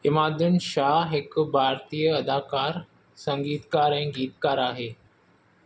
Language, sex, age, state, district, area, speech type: Sindhi, male, 30-45, Maharashtra, Mumbai Suburban, urban, read